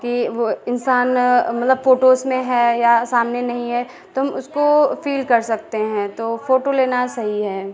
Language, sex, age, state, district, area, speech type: Hindi, female, 30-45, Uttar Pradesh, Lucknow, rural, spontaneous